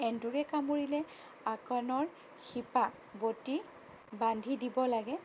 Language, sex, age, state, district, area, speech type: Assamese, female, 30-45, Assam, Sonitpur, rural, spontaneous